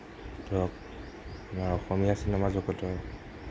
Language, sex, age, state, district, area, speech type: Assamese, male, 18-30, Assam, Nagaon, rural, spontaneous